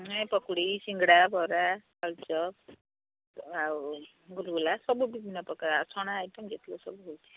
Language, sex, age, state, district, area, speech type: Odia, female, 60+, Odisha, Gajapati, rural, conversation